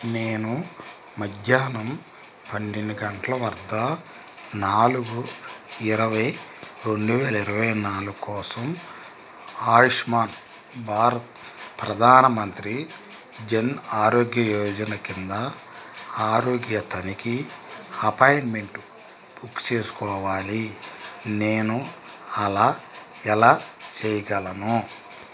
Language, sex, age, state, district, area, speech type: Telugu, male, 45-60, Andhra Pradesh, Krishna, rural, read